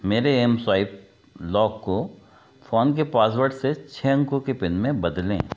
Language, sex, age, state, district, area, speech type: Hindi, male, 60+, Madhya Pradesh, Betul, urban, read